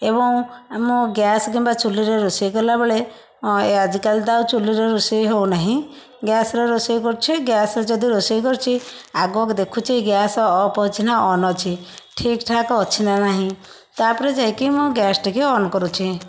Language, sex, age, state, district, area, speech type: Odia, female, 30-45, Odisha, Bhadrak, rural, spontaneous